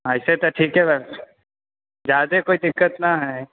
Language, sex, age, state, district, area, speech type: Maithili, male, 18-30, Bihar, Purnia, rural, conversation